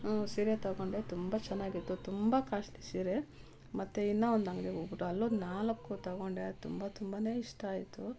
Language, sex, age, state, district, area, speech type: Kannada, female, 45-60, Karnataka, Kolar, rural, spontaneous